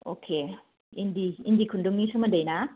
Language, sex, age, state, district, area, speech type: Bodo, female, 45-60, Assam, Kokrajhar, rural, conversation